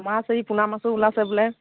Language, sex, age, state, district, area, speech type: Assamese, female, 45-60, Assam, Nagaon, rural, conversation